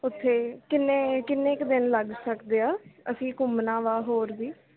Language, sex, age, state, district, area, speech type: Punjabi, female, 18-30, Punjab, Mansa, urban, conversation